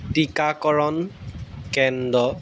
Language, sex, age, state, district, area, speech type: Assamese, male, 18-30, Assam, Jorhat, urban, read